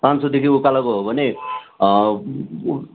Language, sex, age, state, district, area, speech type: Nepali, male, 45-60, West Bengal, Darjeeling, rural, conversation